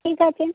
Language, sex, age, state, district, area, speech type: Bengali, female, 45-60, West Bengal, Uttar Dinajpur, urban, conversation